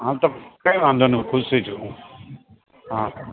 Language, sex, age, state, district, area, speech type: Gujarati, male, 60+, Gujarat, Rajkot, rural, conversation